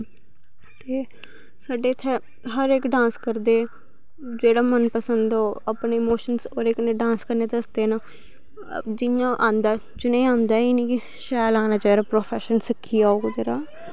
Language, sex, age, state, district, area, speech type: Dogri, female, 18-30, Jammu and Kashmir, Samba, rural, spontaneous